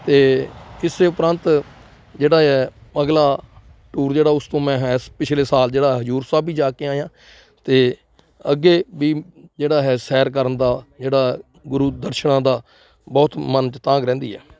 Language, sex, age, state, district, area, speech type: Punjabi, male, 60+, Punjab, Rupnagar, rural, spontaneous